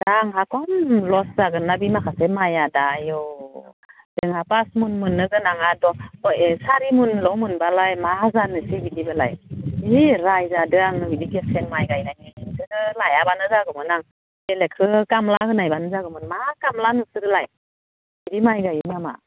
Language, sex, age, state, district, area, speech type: Bodo, female, 45-60, Assam, Udalguri, rural, conversation